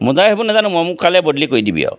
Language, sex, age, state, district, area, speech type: Assamese, male, 45-60, Assam, Charaideo, urban, spontaneous